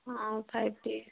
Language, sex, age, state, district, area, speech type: Odia, female, 18-30, Odisha, Nabarangpur, urban, conversation